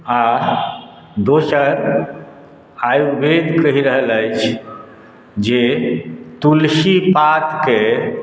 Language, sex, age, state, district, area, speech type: Maithili, male, 60+, Bihar, Madhubani, rural, spontaneous